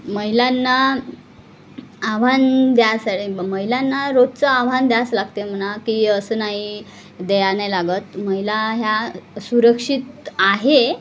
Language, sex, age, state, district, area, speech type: Marathi, female, 30-45, Maharashtra, Wardha, rural, spontaneous